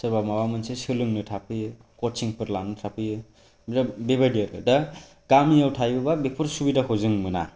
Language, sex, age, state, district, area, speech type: Bodo, male, 18-30, Assam, Kokrajhar, urban, spontaneous